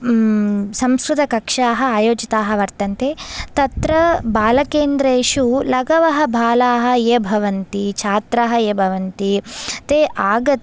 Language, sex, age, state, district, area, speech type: Sanskrit, female, 18-30, Andhra Pradesh, Visakhapatnam, urban, spontaneous